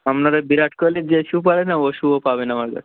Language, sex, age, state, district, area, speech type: Bengali, male, 18-30, West Bengal, Uttar Dinajpur, urban, conversation